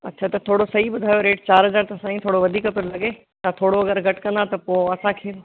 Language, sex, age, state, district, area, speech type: Sindhi, female, 30-45, Rajasthan, Ajmer, urban, conversation